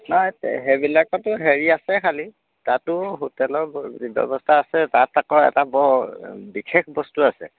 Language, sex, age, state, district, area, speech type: Assamese, male, 60+, Assam, Dibrugarh, rural, conversation